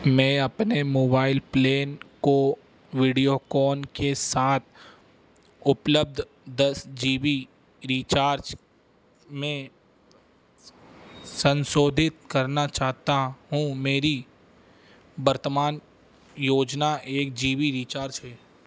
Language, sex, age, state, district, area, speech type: Hindi, male, 30-45, Madhya Pradesh, Harda, urban, read